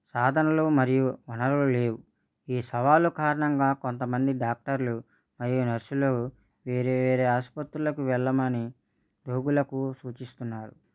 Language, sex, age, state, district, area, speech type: Telugu, male, 30-45, Andhra Pradesh, East Godavari, rural, spontaneous